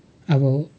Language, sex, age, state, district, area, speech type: Nepali, male, 60+, West Bengal, Kalimpong, rural, spontaneous